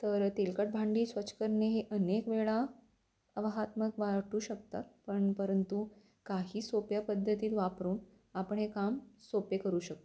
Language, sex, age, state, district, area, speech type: Marathi, female, 18-30, Maharashtra, Pune, urban, spontaneous